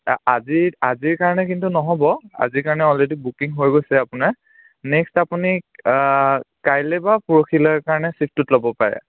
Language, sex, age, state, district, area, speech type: Assamese, male, 18-30, Assam, Charaideo, rural, conversation